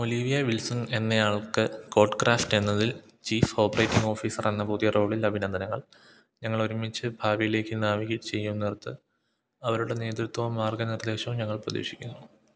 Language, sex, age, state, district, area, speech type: Malayalam, male, 18-30, Kerala, Idukki, rural, read